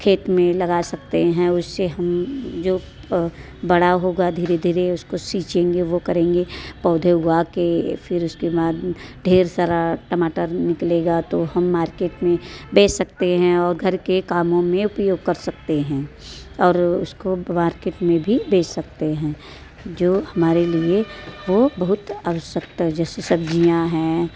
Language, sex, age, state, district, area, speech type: Hindi, female, 30-45, Uttar Pradesh, Mirzapur, rural, spontaneous